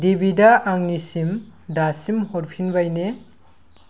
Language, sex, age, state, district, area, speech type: Bodo, male, 18-30, Assam, Kokrajhar, rural, read